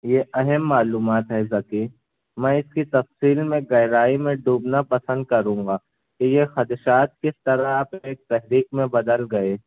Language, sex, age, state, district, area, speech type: Urdu, male, 18-30, Maharashtra, Nashik, urban, conversation